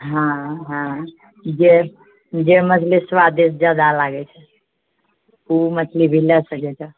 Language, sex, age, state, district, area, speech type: Maithili, female, 45-60, Bihar, Purnia, urban, conversation